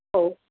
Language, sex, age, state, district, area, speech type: Marathi, female, 30-45, Maharashtra, Mumbai Suburban, urban, conversation